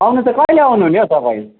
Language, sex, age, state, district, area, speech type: Nepali, male, 30-45, West Bengal, Kalimpong, rural, conversation